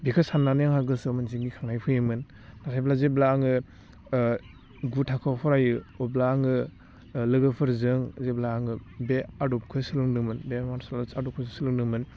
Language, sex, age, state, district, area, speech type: Bodo, male, 18-30, Assam, Udalguri, urban, spontaneous